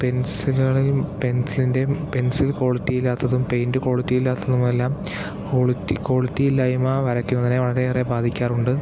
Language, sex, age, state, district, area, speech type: Malayalam, male, 18-30, Kerala, Palakkad, rural, spontaneous